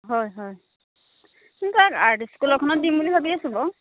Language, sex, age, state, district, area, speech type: Assamese, female, 30-45, Assam, Majuli, urban, conversation